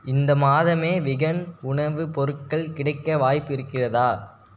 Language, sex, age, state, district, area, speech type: Tamil, male, 18-30, Tamil Nadu, Tiruchirappalli, rural, read